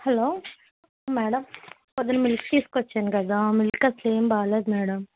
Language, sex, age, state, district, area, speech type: Telugu, female, 30-45, Andhra Pradesh, Krishna, rural, conversation